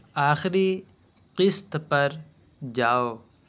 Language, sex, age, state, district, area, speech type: Urdu, male, 18-30, Bihar, Purnia, rural, read